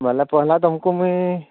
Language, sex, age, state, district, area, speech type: Odia, male, 45-60, Odisha, Nuapada, urban, conversation